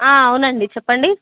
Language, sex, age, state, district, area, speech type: Telugu, female, 18-30, Telangana, Jayashankar, rural, conversation